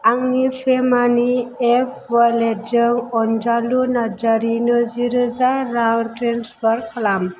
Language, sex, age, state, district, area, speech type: Bodo, female, 18-30, Assam, Chirang, rural, read